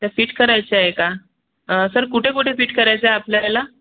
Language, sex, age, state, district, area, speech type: Marathi, male, 18-30, Maharashtra, Nagpur, urban, conversation